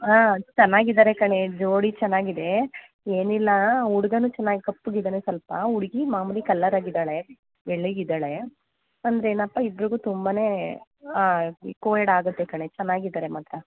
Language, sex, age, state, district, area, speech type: Kannada, female, 18-30, Karnataka, Mandya, rural, conversation